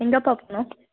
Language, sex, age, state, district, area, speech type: Tamil, female, 18-30, Tamil Nadu, Madurai, urban, conversation